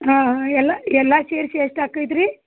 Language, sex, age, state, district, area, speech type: Kannada, female, 60+, Karnataka, Belgaum, rural, conversation